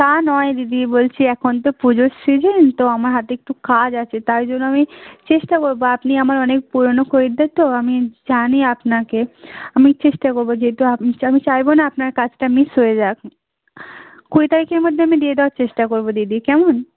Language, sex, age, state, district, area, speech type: Bengali, female, 30-45, West Bengal, South 24 Parganas, rural, conversation